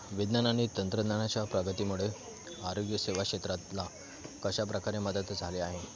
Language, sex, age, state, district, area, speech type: Marathi, male, 18-30, Maharashtra, Thane, urban, spontaneous